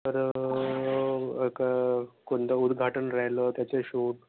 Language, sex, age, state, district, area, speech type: Marathi, male, 30-45, Maharashtra, Nagpur, rural, conversation